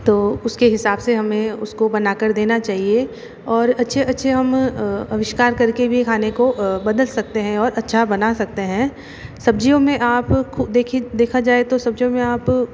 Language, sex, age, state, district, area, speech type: Hindi, female, 60+, Rajasthan, Jodhpur, urban, spontaneous